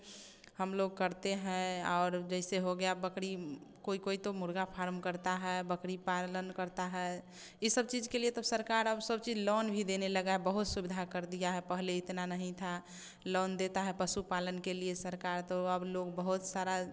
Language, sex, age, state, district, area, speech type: Hindi, female, 18-30, Bihar, Samastipur, rural, spontaneous